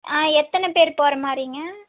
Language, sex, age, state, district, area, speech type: Tamil, female, 18-30, Tamil Nadu, Erode, rural, conversation